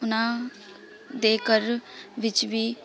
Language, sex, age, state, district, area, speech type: Punjabi, female, 18-30, Punjab, Shaheed Bhagat Singh Nagar, rural, spontaneous